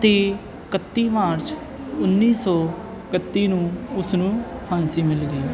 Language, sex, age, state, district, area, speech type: Punjabi, male, 18-30, Punjab, Firozpur, rural, spontaneous